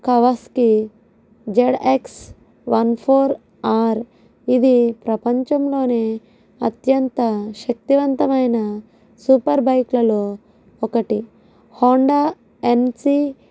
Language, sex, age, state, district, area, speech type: Telugu, female, 18-30, Andhra Pradesh, East Godavari, rural, spontaneous